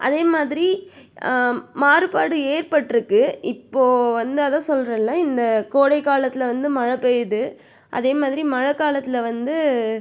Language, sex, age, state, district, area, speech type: Tamil, female, 45-60, Tamil Nadu, Tiruvarur, rural, spontaneous